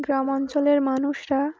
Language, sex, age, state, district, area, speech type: Bengali, female, 18-30, West Bengal, Uttar Dinajpur, urban, spontaneous